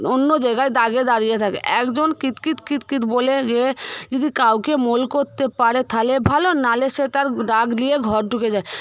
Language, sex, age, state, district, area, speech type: Bengali, female, 18-30, West Bengal, Paschim Medinipur, rural, spontaneous